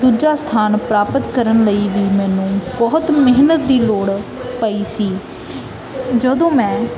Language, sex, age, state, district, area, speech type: Punjabi, female, 18-30, Punjab, Mansa, rural, spontaneous